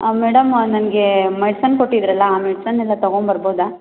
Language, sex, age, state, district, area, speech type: Kannada, female, 18-30, Karnataka, Kolar, rural, conversation